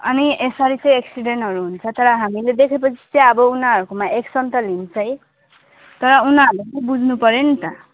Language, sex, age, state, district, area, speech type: Nepali, female, 30-45, West Bengal, Alipurduar, urban, conversation